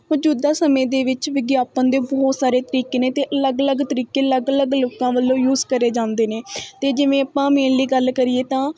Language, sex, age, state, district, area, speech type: Punjabi, female, 30-45, Punjab, Mohali, urban, spontaneous